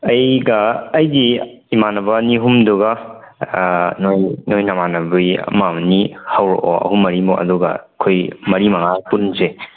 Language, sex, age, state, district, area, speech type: Manipuri, male, 18-30, Manipur, Tengnoupal, rural, conversation